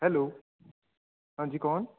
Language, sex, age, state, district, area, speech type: Punjabi, male, 18-30, Punjab, Kapurthala, rural, conversation